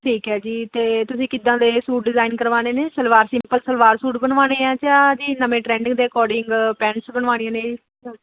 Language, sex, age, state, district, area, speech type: Punjabi, female, 30-45, Punjab, Ludhiana, urban, conversation